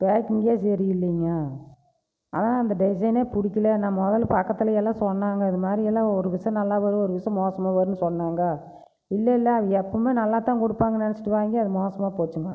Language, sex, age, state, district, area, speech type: Tamil, female, 45-60, Tamil Nadu, Erode, rural, spontaneous